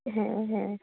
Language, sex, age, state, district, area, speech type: Bengali, female, 30-45, West Bengal, Darjeeling, rural, conversation